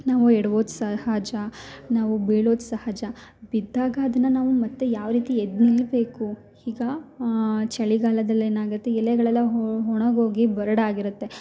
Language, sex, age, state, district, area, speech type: Kannada, female, 30-45, Karnataka, Hassan, rural, spontaneous